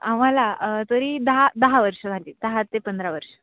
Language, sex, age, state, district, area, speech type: Marathi, female, 18-30, Maharashtra, Nashik, urban, conversation